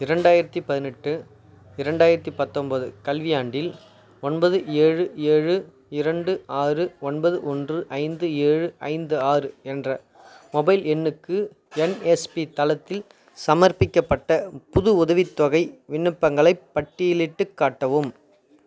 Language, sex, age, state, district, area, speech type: Tamil, male, 30-45, Tamil Nadu, Tiruvannamalai, rural, read